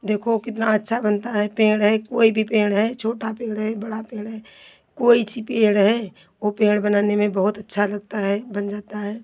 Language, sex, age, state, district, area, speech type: Hindi, female, 45-60, Uttar Pradesh, Hardoi, rural, spontaneous